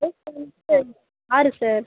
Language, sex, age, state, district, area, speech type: Tamil, female, 30-45, Tamil Nadu, Tiruvannamalai, rural, conversation